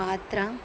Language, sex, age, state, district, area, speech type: Telugu, female, 45-60, Andhra Pradesh, Kurnool, rural, spontaneous